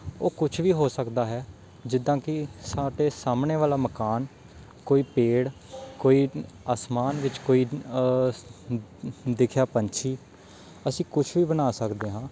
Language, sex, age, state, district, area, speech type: Punjabi, male, 18-30, Punjab, Patiala, urban, spontaneous